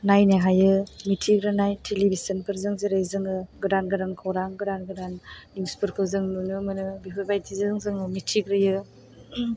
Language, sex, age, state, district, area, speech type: Bodo, female, 18-30, Assam, Chirang, urban, spontaneous